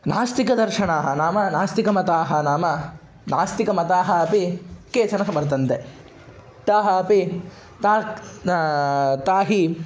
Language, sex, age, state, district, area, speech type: Sanskrit, male, 18-30, Andhra Pradesh, Kadapa, urban, spontaneous